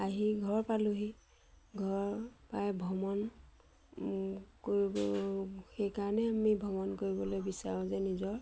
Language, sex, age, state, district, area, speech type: Assamese, female, 45-60, Assam, Majuli, urban, spontaneous